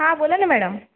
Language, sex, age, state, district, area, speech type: Marathi, female, 18-30, Maharashtra, Nagpur, urban, conversation